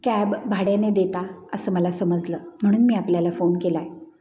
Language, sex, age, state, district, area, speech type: Marathi, female, 45-60, Maharashtra, Satara, urban, spontaneous